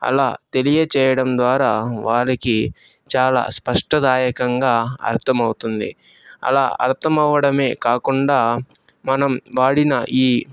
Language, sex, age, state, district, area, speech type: Telugu, male, 18-30, Andhra Pradesh, Chittoor, rural, spontaneous